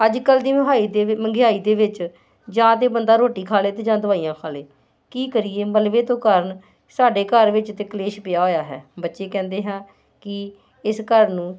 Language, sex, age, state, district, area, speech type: Punjabi, female, 45-60, Punjab, Hoshiarpur, urban, spontaneous